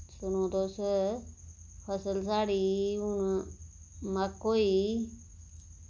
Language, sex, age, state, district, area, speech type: Dogri, female, 30-45, Jammu and Kashmir, Reasi, rural, spontaneous